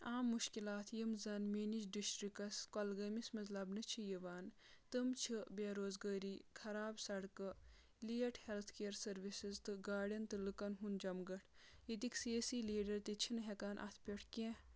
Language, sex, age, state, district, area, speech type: Kashmiri, female, 30-45, Jammu and Kashmir, Kulgam, rural, spontaneous